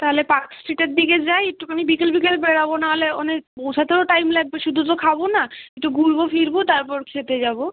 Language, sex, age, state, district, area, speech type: Bengali, female, 18-30, West Bengal, Kolkata, urban, conversation